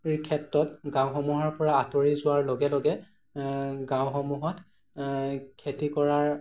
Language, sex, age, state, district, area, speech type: Assamese, male, 18-30, Assam, Morigaon, rural, spontaneous